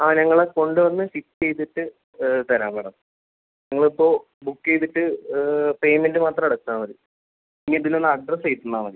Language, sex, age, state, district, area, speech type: Malayalam, male, 18-30, Kerala, Palakkad, rural, conversation